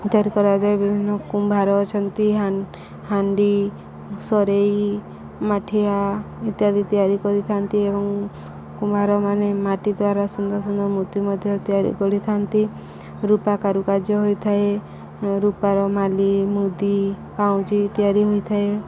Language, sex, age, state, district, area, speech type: Odia, female, 30-45, Odisha, Subarnapur, urban, spontaneous